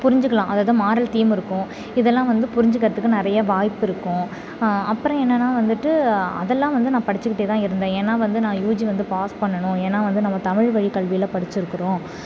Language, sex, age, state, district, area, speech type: Tamil, female, 30-45, Tamil Nadu, Thanjavur, rural, spontaneous